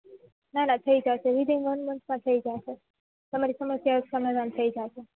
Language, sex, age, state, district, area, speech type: Gujarati, female, 18-30, Gujarat, Junagadh, rural, conversation